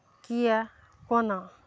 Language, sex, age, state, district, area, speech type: Maithili, female, 30-45, Bihar, Araria, rural, spontaneous